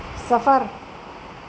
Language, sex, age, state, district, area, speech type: Urdu, female, 45-60, Uttar Pradesh, Shahjahanpur, urban, read